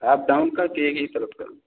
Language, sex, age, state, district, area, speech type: Hindi, male, 45-60, Uttar Pradesh, Ayodhya, rural, conversation